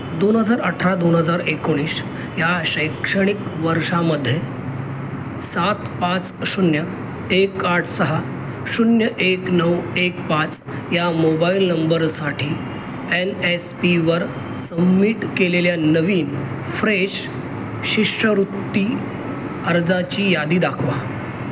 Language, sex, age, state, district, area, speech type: Marathi, male, 30-45, Maharashtra, Mumbai Suburban, urban, read